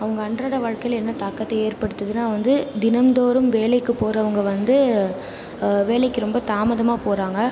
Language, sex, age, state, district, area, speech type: Tamil, male, 18-30, Tamil Nadu, Pudukkottai, rural, spontaneous